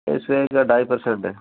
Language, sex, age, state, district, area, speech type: Hindi, male, 30-45, Rajasthan, Nagaur, rural, conversation